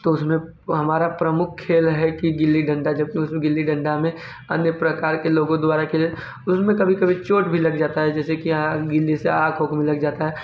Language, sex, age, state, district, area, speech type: Hindi, male, 18-30, Uttar Pradesh, Mirzapur, rural, spontaneous